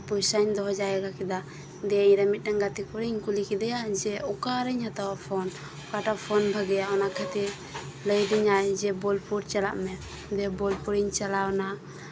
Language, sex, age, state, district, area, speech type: Santali, female, 18-30, West Bengal, Birbhum, rural, spontaneous